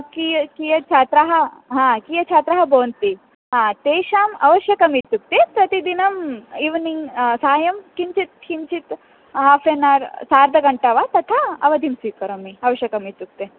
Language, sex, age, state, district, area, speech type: Sanskrit, female, 18-30, Karnataka, Dharwad, urban, conversation